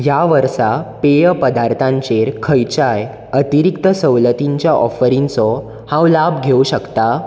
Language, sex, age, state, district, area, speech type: Goan Konkani, male, 18-30, Goa, Bardez, urban, read